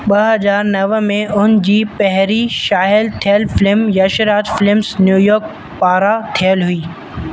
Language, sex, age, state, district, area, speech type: Sindhi, male, 18-30, Madhya Pradesh, Katni, rural, read